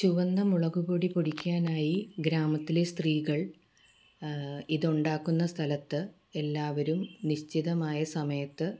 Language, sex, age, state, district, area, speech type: Malayalam, female, 45-60, Kerala, Ernakulam, rural, spontaneous